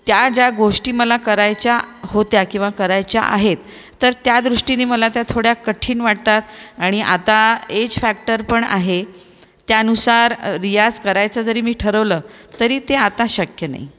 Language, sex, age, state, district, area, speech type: Marathi, female, 45-60, Maharashtra, Buldhana, urban, spontaneous